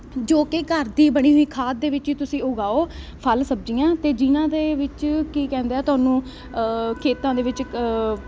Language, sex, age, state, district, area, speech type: Punjabi, female, 18-30, Punjab, Ludhiana, urban, spontaneous